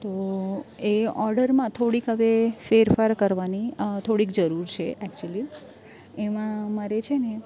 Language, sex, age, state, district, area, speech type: Gujarati, female, 30-45, Gujarat, Valsad, urban, spontaneous